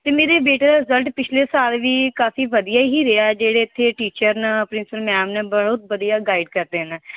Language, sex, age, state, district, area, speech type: Punjabi, female, 30-45, Punjab, Pathankot, rural, conversation